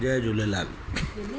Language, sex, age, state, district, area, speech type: Sindhi, male, 30-45, Gujarat, Surat, urban, spontaneous